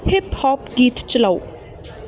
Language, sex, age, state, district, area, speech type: Punjabi, female, 18-30, Punjab, Ludhiana, urban, read